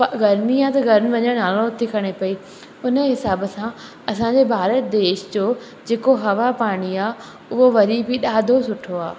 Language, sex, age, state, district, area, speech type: Sindhi, female, 18-30, Madhya Pradesh, Katni, rural, spontaneous